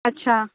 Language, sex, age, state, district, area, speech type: Punjabi, female, 18-30, Punjab, Barnala, rural, conversation